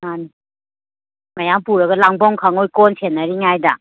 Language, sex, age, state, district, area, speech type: Manipuri, female, 30-45, Manipur, Imphal East, urban, conversation